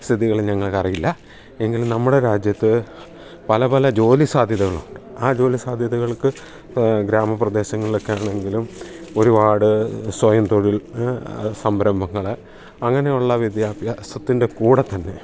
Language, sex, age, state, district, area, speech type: Malayalam, male, 45-60, Kerala, Kottayam, rural, spontaneous